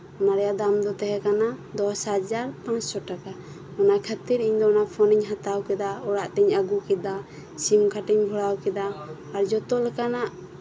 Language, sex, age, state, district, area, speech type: Santali, female, 18-30, West Bengal, Birbhum, rural, spontaneous